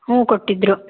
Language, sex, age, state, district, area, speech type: Kannada, female, 18-30, Karnataka, Hassan, rural, conversation